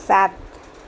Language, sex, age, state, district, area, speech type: Gujarati, female, 45-60, Gujarat, Valsad, rural, read